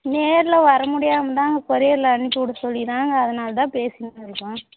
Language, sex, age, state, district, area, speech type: Tamil, female, 30-45, Tamil Nadu, Tirupattur, rural, conversation